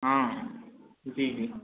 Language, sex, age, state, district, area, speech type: Hindi, male, 60+, Madhya Pradesh, Balaghat, rural, conversation